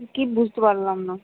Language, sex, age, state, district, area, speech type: Bengali, female, 60+, West Bengal, Purba Medinipur, rural, conversation